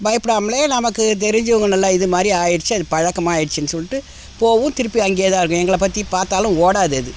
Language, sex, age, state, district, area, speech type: Tamil, female, 60+, Tamil Nadu, Tiruvannamalai, rural, spontaneous